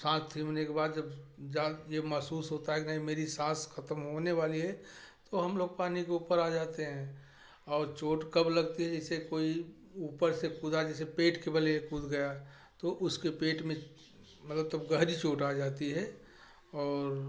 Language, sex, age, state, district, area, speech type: Hindi, male, 45-60, Uttar Pradesh, Prayagraj, rural, spontaneous